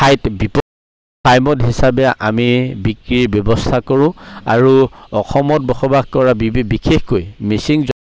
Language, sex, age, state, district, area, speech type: Assamese, male, 45-60, Assam, Charaideo, rural, spontaneous